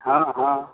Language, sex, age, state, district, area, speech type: Maithili, male, 60+, Bihar, Samastipur, rural, conversation